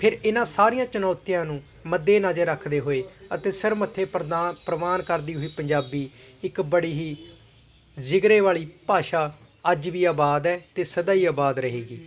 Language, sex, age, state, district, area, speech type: Punjabi, male, 18-30, Punjab, Patiala, rural, spontaneous